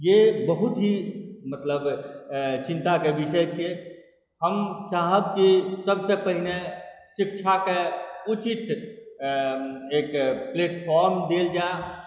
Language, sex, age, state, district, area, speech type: Maithili, male, 45-60, Bihar, Supaul, urban, spontaneous